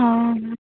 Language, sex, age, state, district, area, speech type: Marathi, female, 18-30, Maharashtra, Wardha, rural, conversation